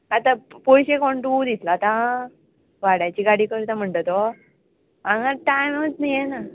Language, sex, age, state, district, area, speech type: Goan Konkani, female, 18-30, Goa, Murmgao, rural, conversation